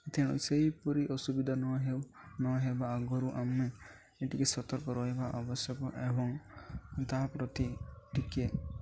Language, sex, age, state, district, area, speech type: Odia, male, 18-30, Odisha, Nabarangpur, urban, spontaneous